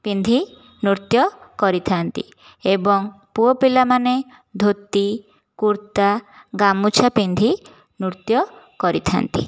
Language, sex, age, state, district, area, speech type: Odia, female, 30-45, Odisha, Jajpur, rural, spontaneous